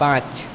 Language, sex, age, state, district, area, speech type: Bengali, male, 18-30, West Bengal, Paschim Medinipur, rural, read